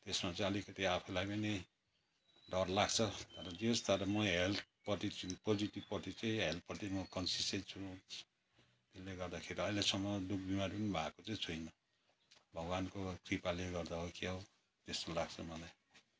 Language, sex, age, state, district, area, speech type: Nepali, male, 60+, West Bengal, Kalimpong, rural, spontaneous